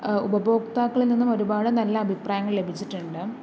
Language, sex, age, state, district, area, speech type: Malayalam, female, 45-60, Kerala, Palakkad, rural, spontaneous